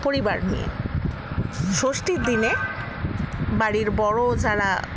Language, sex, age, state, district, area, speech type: Bengali, female, 60+, West Bengal, Paschim Bardhaman, rural, spontaneous